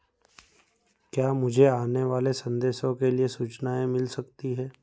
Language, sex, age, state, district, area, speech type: Hindi, male, 30-45, Madhya Pradesh, Ujjain, rural, read